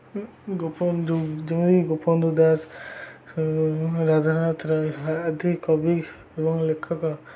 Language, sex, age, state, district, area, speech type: Odia, male, 18-30, Odisha, Jagatsinghpur, rural, spontaneous